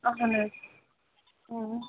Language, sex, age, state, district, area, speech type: Kashmiri, female, 30-45, Jammu and Kashmir, Srinagar, urban, conversation